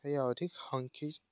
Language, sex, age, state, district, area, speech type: Assamese, male, 18-30, Assam, Dibrugarh, rural, spontaneous